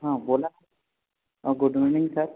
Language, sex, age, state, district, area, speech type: Marathi, male, 18-30, Maharashtra, Yavatmal, rural, conversation